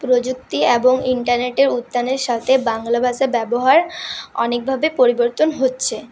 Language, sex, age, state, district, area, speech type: Bengali, female, 18-30, West Bengal, Paschim Bardhaman, urban, spontaneous